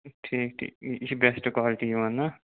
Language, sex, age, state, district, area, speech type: Kashmiri, male, 18-30, Jammu and Kashmir, Shopian, rural, conversation